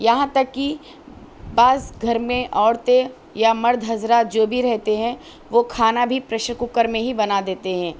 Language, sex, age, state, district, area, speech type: Urdu, female, 18-30, Telangana, Hyderabad, urban, spontaneous